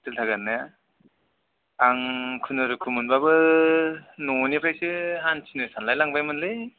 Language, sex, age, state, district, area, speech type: Bodo, male, 18-30, Assam, Chirang, rural, conversation